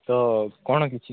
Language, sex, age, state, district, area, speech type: Odia, male, 18-30, Odisha, Koraput, urban, conversation